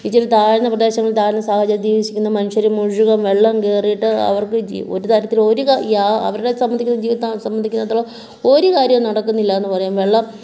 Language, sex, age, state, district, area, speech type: Malayalam, female, 45-60, Kerala, Kottayam, rural, spontaneous